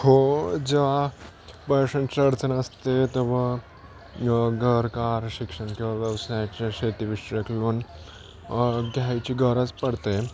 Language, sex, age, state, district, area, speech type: Marathi, male, 18-30, Maharashtra, Nashik, urban, spontaneous